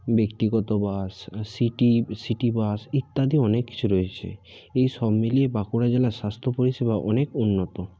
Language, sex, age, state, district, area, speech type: Bengali, male, 45-60, West Bengal, Bankura, urban, spontaneous